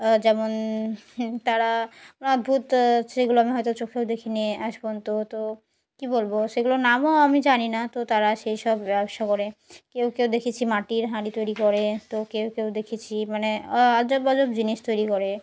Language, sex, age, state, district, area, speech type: Bengali, female, 18-30, West Bengal, Murshidabad, urban, spontaneous